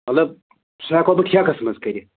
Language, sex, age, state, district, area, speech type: Kashmiri, male, 45-60, Jammu and Kashmir, Ganderbal, rural, conversation